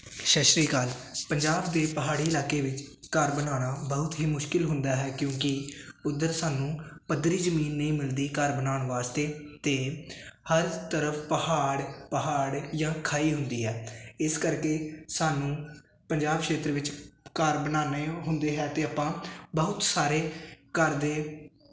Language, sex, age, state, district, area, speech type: Punjabi, male, 18-30, Punjab, Hoshiarpur, rural, spontaneous